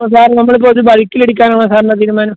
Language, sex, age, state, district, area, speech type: Malayalam, male, 18-30, Kerala, Alappuzha, rural, conversation